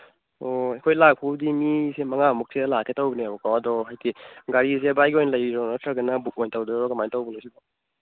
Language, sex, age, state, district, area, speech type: Manipuri, male, 18-30, Manipur, Churachandpur, rural, conversation